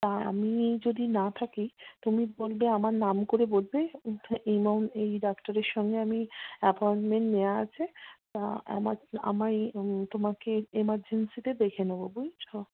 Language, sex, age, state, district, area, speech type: Bengali, female, 45-60, West Bengal, South 24 Parganas, rural, conversation